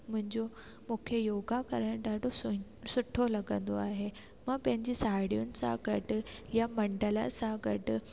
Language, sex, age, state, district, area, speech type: Sindhi, female, 18-30, Rajasthan, Ajmer, urban, spontaneous